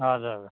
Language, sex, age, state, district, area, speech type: Nepali, male, 45-60, West Bengal, Kalimpong, rural, conversation